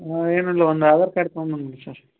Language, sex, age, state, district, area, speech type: Kannada, male, 30-45, Karnataka, Gadag, rural, conversation